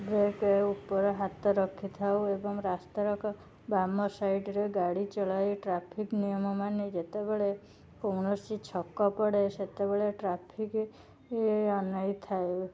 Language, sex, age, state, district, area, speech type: Odia, female, 18-30, Odisha, Cuttack, urban, spontaneous